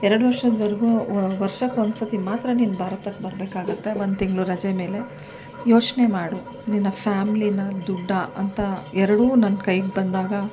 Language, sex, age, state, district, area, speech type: Kannada, female, 45-60, Karnataka, Mysore, rural, spontaneous